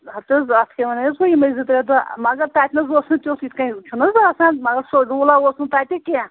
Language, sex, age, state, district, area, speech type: Kashmiri, female, 60+, Jammu and Kashmir, Srinagar, urban, conversation